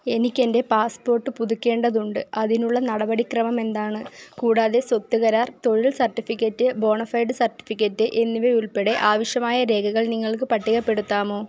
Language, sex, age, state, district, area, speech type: Malayalam, female, 18-30, Kerala, Kollam, rural, read